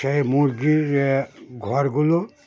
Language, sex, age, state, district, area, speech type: Bengali, male, 60+, West Bengal, Birbhum, urban, spontaneous